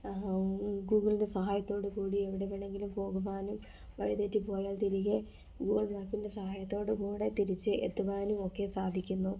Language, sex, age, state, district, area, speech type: Malayalam, female, 18-30, Kerala, Kollam, rural, spontaneous